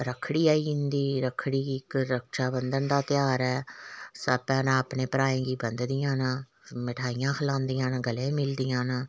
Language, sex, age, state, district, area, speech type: Dogri, female, 45-60, Jammu and Kashmir, Samba, rural, spontaneous